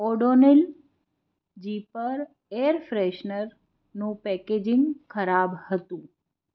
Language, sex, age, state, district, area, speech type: Gujarati, female, 45-60, Gujarat, Anand, urban, read